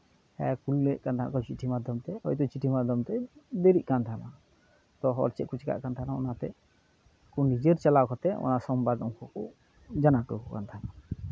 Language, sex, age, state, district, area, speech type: Santali, male, 30-45, West Bengal, Malda, rural, spontaneous